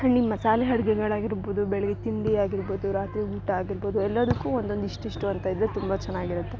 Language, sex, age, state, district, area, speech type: Kannada, female, 18-30, Karnataka, Chikkamagaluru, rural, spontaneous